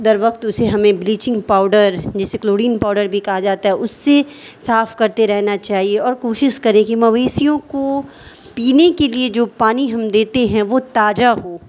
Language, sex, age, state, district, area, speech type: Urdu, female, 18-30, Bihar, Darbhanga, rural, spontaneous